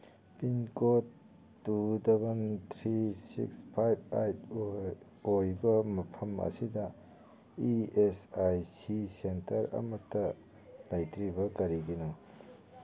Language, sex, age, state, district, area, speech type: Manipuri, male, 45-60, Manipur, Churachandpur, urban, read